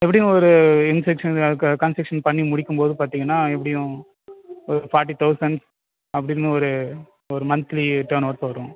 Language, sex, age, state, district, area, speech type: Tamil, male, 30-45, Tamil Nadu, Viluppuram, rural, conversation